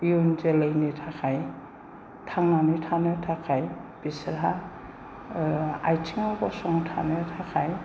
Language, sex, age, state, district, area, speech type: Bodo, female, 60+, Assam, Chirang, rural, spontaneous